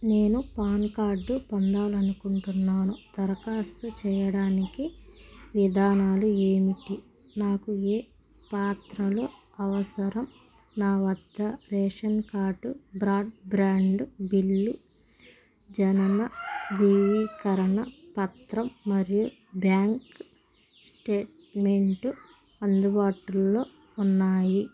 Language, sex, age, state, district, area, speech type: Telugu, female, 30-45, Andhra Pradesh, Krishna, rural, read